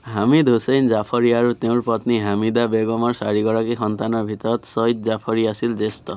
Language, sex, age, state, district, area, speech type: Assamese, male, 18-30, Assam, Biswanath, rural, read